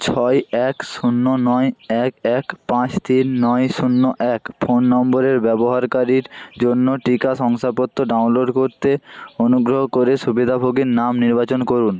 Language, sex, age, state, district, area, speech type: Bengali, male, 18-30, West Bengal, Purba Medinipur, rural, read